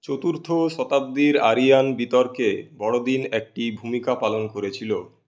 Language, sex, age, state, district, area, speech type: Bengali, male, 18-30, West Bengal, Purulia, urban, read